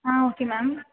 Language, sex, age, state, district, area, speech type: Tamil, female, 18-30, Tamil Nadu, Tiruvarur, rural, conversation